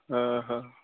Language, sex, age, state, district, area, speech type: Odia, male, 45-60, Odisha, Nabarangpur, rural, conversation